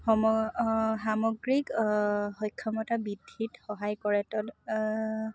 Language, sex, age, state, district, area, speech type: Assamese, female, 18-30, Assam, Lakhimpur, urban, spontaneous